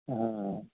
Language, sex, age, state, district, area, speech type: Marathi, female, 18-30, Maharashtra, Nashik, urban, conversation